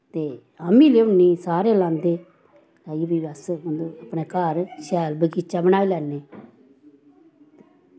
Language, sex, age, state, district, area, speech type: Dogri, female, 45-60, Jammu and Kashmir, Samba, rural, spontaneous